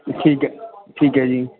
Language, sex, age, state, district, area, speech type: Punjabi, male, 45-60, Punjab, Barnala, rural, conversation